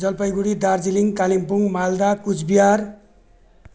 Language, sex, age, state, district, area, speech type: Nepali, male, 60+, West Bengal, Jalpaiguri, rural, spontaneous